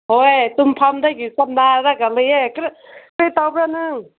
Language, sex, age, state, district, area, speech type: Manipuri, female, 30-45, Manipur, Senapati, rural, conversation